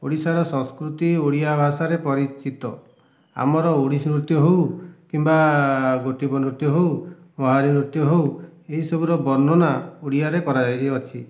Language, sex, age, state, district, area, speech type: Odia, male, 45-60, Odisha, Dhenkanal, rural, spontaneous